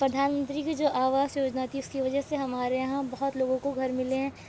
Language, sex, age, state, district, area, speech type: Urdu, female, 18-30, Uttar Pradesh, Shahjahanpur, urban, spontaneous